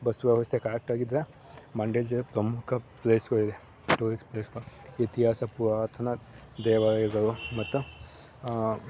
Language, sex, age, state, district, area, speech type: Kannada, male, 18-30, Karnataka, Mandya, rural, spontaneous